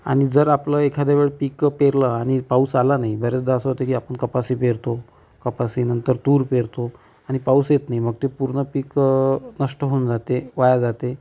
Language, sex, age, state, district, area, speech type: Marathi, female, 30-45, Maharashtra, Amravati, rural, spontaneous